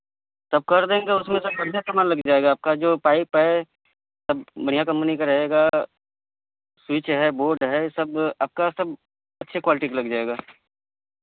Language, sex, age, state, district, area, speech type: Hindi, male, 30-45, Uttar Pradesh, Varanasi, urban, conversation